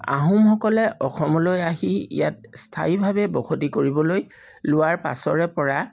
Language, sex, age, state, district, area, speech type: Assamese, male, 45-60, Assam, Charaideo, urban, spontaneous